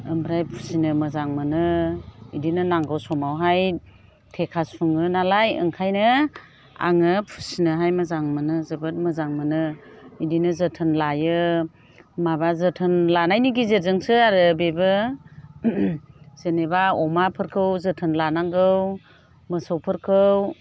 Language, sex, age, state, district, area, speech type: Bodo, female, 60+, Assam, Chirang, rural, spontaneous